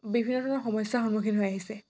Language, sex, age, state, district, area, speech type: Assamese, female, 18-30, Assam, Dhemaji, rural, spontaneous